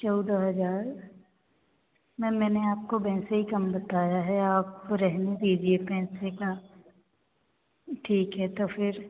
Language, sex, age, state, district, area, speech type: Hindi, female, 18-30, Madhya Pradesh, Hoshangabad, rural, conversation